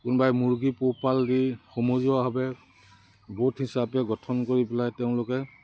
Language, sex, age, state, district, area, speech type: Assamese, male, 60+, Assam, Udalguri, rural, spontaneous